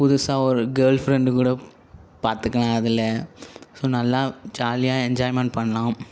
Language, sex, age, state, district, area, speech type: Tamil, male, 18-30, Tamil Nadu, Ariyalur, rural, spontaneous